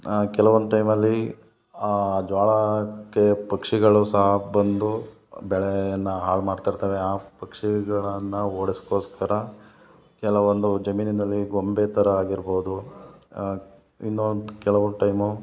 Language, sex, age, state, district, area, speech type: Kannada, male, 30-45, Karnataka, Hassan, rural, spontaneous